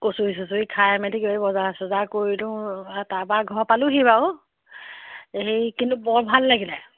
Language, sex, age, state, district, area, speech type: Assamese, female, 30-45, Assam, Majuli, urban, conversation